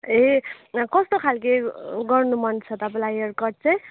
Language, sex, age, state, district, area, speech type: Nepali, female, 30-45, West Bengal, Darjeeling, rural, conversation